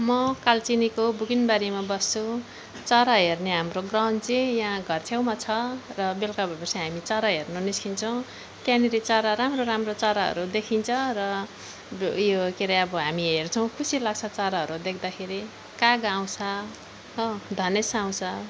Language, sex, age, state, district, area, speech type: Nepali, female, 45-60, West Bengal, Alipurduar, urban, spontaneous